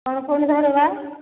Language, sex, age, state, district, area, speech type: Odia, female, 45-60, Odisha, Angul, rural, conversation